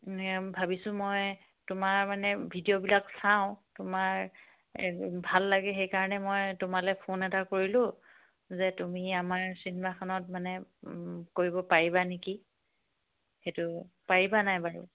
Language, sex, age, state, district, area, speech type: Assamese, female, 45-60, Assam, Dibrugarh, rural, conversation